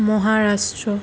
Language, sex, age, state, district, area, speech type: Assamese, female, 18-30, Assam, Sonitpur, rural, spontaneous